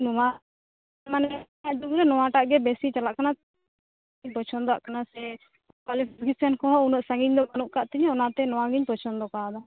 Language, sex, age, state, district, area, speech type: Santali, female, 18-30, West Bengal, Bankura, rural, conversation